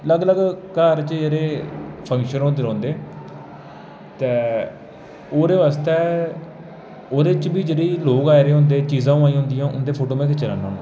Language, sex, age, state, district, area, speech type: Dogri, male, 18-30, Jammu and Kashmir, Jammu, rural, spontaneous